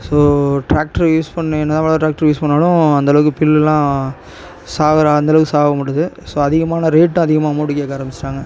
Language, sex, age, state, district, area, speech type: Tamil, male, 30-45, Tamil Nadu, Tiruvarur, rural, spontaneous